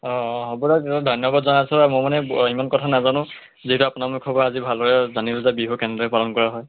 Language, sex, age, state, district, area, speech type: Assamese, male, 18-30, Assam, Jorhat, urban, conversation